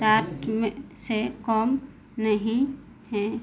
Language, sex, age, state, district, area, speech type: Hindi, female, 45-60, Madhya Pradesh, Chhindwara, rural, read